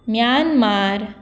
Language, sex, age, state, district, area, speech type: Goan Konkani, female, 18-30, Goa, Murmgao, urban, read